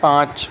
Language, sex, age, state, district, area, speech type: Urdu, male, 18-30, Delhi, North West Delhi, urban, read